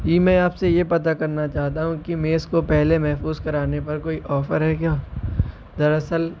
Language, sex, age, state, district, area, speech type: Urdu, male, 18-30, Uttar Pradesh, Shahjahanpur, rural, spontaneous